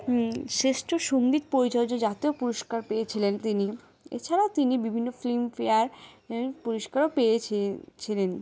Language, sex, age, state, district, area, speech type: Bengali, female, 18-30, West Bengal, Alipurduar, rural, spontaneous